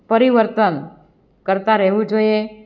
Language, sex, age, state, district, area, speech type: Gujarati, female, 45-60, Gujarat, Amreli, rural, spontaneous